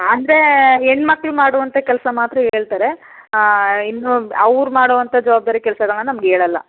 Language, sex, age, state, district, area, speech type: Kannada, female, 30-45, Karnataka, Chamarajanagar, rural, conversation